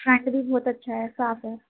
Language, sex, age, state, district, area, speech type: Urdu, female, 18-30, Uttar Pradesh, Gautam Buddha Nagar, rural, conversation